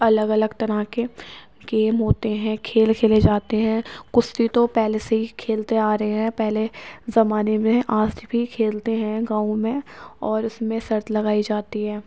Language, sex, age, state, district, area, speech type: Urdu, female, 18-30, Uttar Pradesh, Ghaziabad, rural, spontaneous